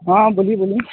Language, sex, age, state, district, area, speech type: Hindi, male, 18-30, Uttar Pradesh, Mirzapur, rural, conversation